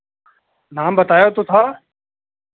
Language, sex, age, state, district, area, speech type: Hindi, male, 30-45, Uttar Pradesh, Hardoi, rural, conversation